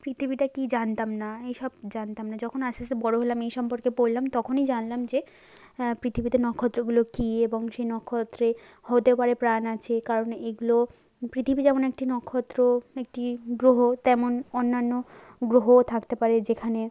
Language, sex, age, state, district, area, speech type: Bengali, female, 30-45, West Bengal, South 24 Parganas, rural, spontaneous